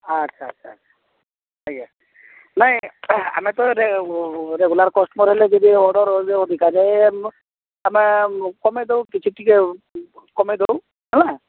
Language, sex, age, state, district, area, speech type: Odia, male, 30-45, Odisha, Boudh, rural, conversation